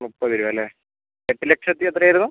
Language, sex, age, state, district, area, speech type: Malayalam, male, 60+, Kerala, Wayanad, rural, conversation